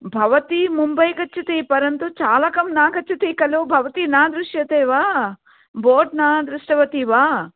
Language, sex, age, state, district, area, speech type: Sanskrit, female, 45-60, Karnataka, Mysore, urban, conversation